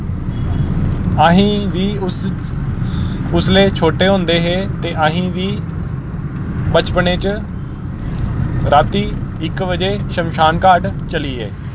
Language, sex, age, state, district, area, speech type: Dogri, male, 18-30, Jammu and Kashmir, Kathua, rural, spontaneous